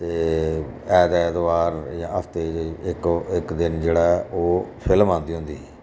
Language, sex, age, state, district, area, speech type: Dogri, male, 45-60, Jammu and Kashmir, Reasi, urban, spontaneous